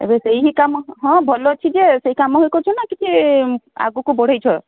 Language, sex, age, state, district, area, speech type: Odia, female, 45-60, Odisha, Sundergarh, rural, conversation